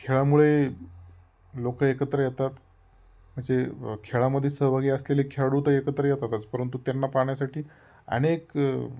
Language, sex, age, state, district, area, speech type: Marathi, male, 30-45, Maharashtra, Ahmednagar, rural, spontaneous